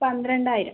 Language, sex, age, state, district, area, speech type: Malayalam, female, 45-60, Kerala, Kozhikode, urban, conversation